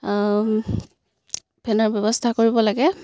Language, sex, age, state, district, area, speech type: Assamese, female, 30-45, Assam, Sivasagar, rural, spontaneous